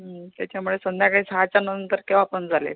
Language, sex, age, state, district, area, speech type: Marathi, female, 45-60, Maharashtra, Akola, urban, conversation